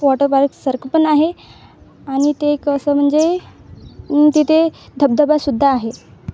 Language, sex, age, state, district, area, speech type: Marathi, female, 18-30, Maharashtra, Wardha, rural, spontaneous